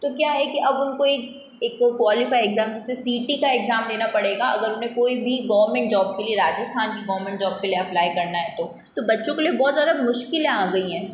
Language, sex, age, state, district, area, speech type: Hindi, female, 18-30, Rajasthan, Jodhpur, urban, spontaneous